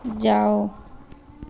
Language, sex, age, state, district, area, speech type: Hindi, female, 18-30, Bihar, Madhepura, rural, read